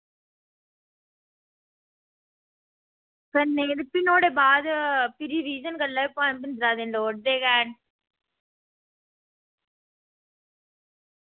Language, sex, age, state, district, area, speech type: Dogri, female, 30-45, Jammu and Kashmir, Udhampur, rural, conversation